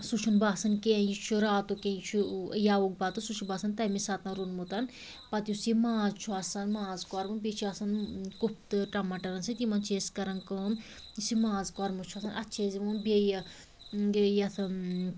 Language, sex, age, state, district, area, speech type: Kashmiri, female, 45-60, Jammu and Kashmir, Anantnag, rural, spontaneous